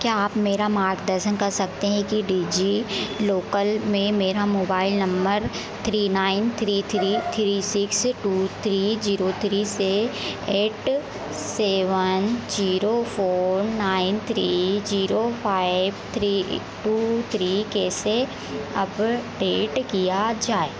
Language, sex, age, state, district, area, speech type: Hindi, female, 18-30, Madhya Pradesh, Harda, rural, read